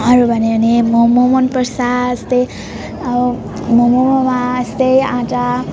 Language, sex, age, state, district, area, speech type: Nepali, female, 18-30, West Bengal, Alipurduar, urban, spontaneous